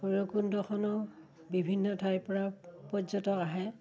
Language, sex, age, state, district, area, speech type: Assamese, female, 60+, Assam, Udalguri, rural, spontaneous